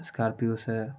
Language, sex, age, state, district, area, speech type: Maithili, male, 18-30, Bihar, Araria, urban, spontaneous